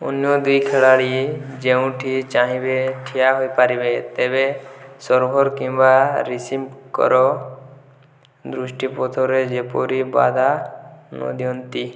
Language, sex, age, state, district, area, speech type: Odia, male, 18-30, Odisha, Boudh, rural, read